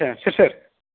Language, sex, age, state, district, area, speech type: Bodo, male, 30-45, Assam, Kokrajhar, rural, conversation